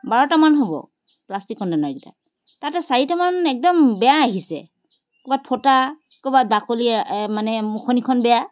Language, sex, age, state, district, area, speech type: Assamese, female, 45-60, Assam, Charaideo, urban, spontaneous